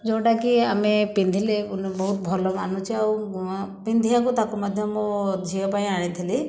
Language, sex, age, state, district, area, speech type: Odia, female, 30-45, Odisha, Bhadrak, rural, spontaneous